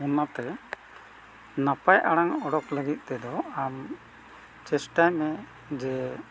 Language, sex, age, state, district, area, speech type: Santali, male, 60+, Odisha, Mayurbhanj, rural, spontaneous